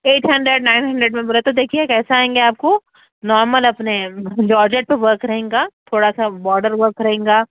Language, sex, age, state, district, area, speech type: Urdu, female, 30-45, Telangana, Hyderabad, urban, conversation